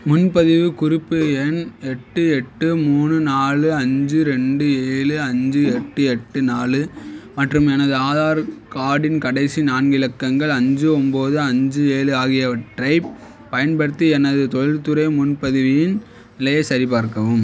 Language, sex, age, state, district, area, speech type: Tamil, male, 18-30, Tamil Nadu, Madurai, rural, read